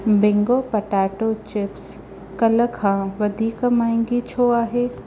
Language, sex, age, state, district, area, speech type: Sindhi, female, 30-45, Maharashtra, Thane, urban, read